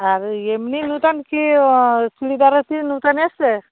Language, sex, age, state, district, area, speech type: Bengali, female, 45-60, West Bengal, Darjeeling, urban, conversation